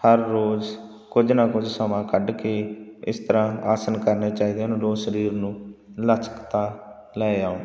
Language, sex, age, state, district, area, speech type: Punjabi, male, 45-60, Punjab, Barnala, rural, spontaneous